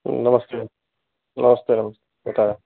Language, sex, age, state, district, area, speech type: Hindi, male, 45-60, Uttar Pradesh, Chandauli, urban, conversation